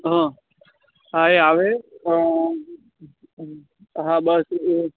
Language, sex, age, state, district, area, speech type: Gujarati, male, 18-30, Gujarat, Anand, rural, conversation